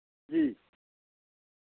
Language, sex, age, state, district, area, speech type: Dogri, male, 60+, Jammu and Kashmir, Reasi, rural, conversation